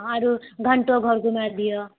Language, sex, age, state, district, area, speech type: Maithili, female, 18-30, Bihar, Purnia, rural, conversation